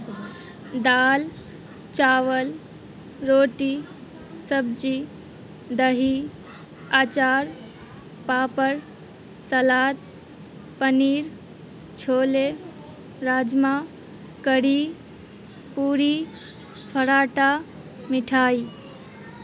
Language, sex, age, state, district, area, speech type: Urdu, female, 18-30, Bihar, Supaul, rural, spontaneous